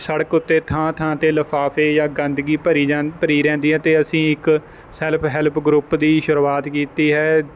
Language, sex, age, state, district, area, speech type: Punjabi, male, 18-30, Punjab, Kapurthala, rural, spontaneous